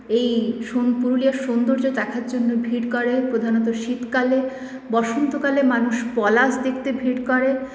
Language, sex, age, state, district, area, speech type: Bengali, female, 18-30, West Bengal, Purulia, urban, spontaneous